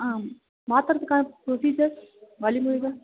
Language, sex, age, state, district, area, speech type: Tamil, female, 18-30, Tamil Nadu, Nilgiris, rural, conversation